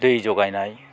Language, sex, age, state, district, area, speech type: Bodo, male, 60+, Assam, Kokrajhar, rural, spontaneous